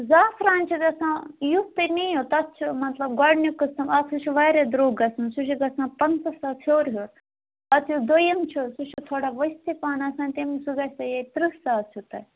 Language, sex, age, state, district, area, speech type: Kashmiri, female, 30-45, Jammu and Kashmir, Budgam, rural, conversation